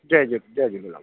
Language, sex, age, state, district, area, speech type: Sindhi, male, 45-60, Delhi, South Delhi, urban, conversation